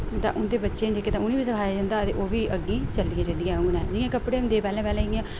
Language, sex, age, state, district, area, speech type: Dogri, female, 30-45, Jammu and Kashmir, Udhampur, urban, spontaneous